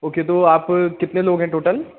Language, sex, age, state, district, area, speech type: Hindi, male, 30-45, Madhya Pradesh, Jabalpur, urban, conversation